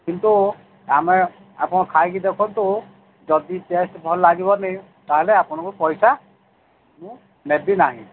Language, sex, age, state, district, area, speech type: Odia, male, 45-60, Odisha, Sundergarh, rural, conversation